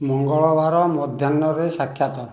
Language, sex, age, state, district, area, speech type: Odia, male, 60+, Odisha, Jajpur, rural, read